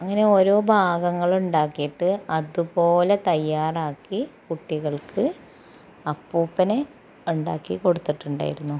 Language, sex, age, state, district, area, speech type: Malayalam, female, 30-45, Kerala, Malappuram, rural, spontaneous